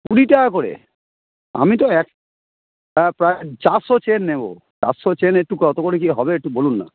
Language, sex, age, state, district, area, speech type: Bengali, male, 45-60, West Bengal, Hooghly, rural, conversation